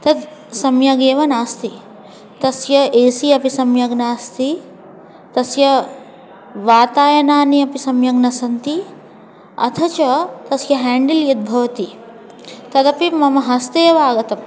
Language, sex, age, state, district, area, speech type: Sanskrit, female, 30-45, Telangana, Hyderabad, urban, spontaneous